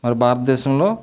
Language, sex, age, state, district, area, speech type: Telugu, male, 45-60, Andhra Pradesh, Eluru, rural, spontaneous